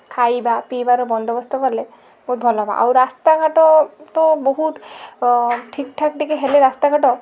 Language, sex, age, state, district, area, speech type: Odia, female, 18-30, Odisha, Balasore, rural, spontaneous